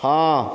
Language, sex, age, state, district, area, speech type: Odia, male, 30-45, Odisha, Kalahandi, rural, read